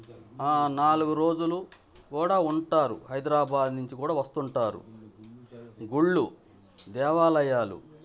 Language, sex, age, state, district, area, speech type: Telugu, male, 60+, Andhra Pradesh, Bapatla, urban, spontaneous